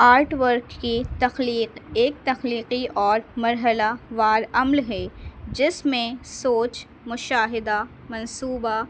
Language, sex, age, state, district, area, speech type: Urdu, female, 18-30, Delhi, North East Delhi, urban, spontaneous